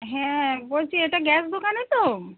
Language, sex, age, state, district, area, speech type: Bengali, female, 45-60, West Bengal, Hooghly, rural, conversation